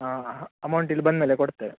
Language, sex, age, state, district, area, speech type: Kannada, male, 30-45, Karnataka, Udupi, urban, conversation